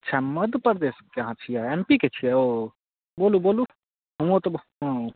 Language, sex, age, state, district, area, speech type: Maithili, male, 18-30, Bihar, Samastipur, rural, conversation